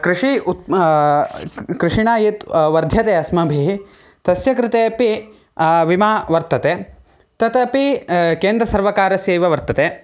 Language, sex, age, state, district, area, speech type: Sanskrit, male, 18-30, Karnataka, Chikkamagaluru, rural, spontaneous